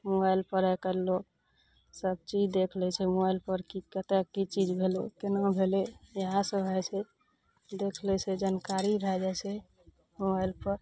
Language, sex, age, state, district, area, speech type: Maithili, female, 30-45, Bihar, Araria, rural, spontaneous